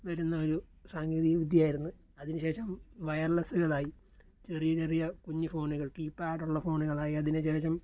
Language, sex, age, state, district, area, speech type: Malayalam, male, 18-30, Kerala, Alappuzha, rural, spontaneous